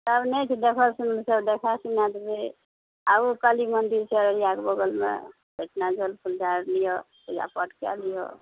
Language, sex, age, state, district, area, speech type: Maithili, female, 45-60, Bihar, Araria, rural, conversation